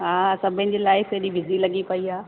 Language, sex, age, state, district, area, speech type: Sindhi, female, 45-60, Gujarat, Surat, urban, conversation